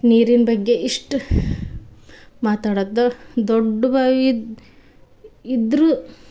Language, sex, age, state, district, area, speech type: Kannada, female, 18-30, Karnataka, Dharwad, rural, spontaneous